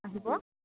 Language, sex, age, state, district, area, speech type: Assamese, female, 18-30, Assam, Sivasagar, rural, conversation